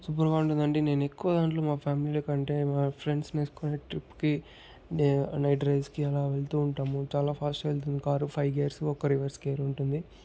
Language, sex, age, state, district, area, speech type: Telugu, male, 18-30, Andhra Pradesh, Chittoor, urban, spontaneous